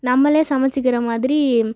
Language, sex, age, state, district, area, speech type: Tamil, female, 18-30, Tamil Nadu, Tiruchirappalli, urban, spontaneous